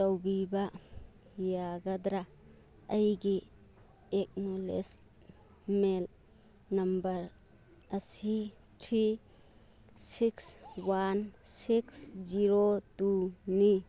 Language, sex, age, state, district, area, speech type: Manipuri, female, 30-45, Manipur, Churachandpur, rural, read